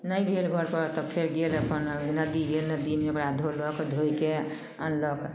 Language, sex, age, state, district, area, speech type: Maithili, female, 45-60, Bihar, Samastipur, rural, spontaneous